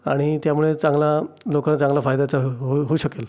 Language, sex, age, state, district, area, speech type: Marathi, male, 30-45, Maharashtra, Raigad, rural, spontaneous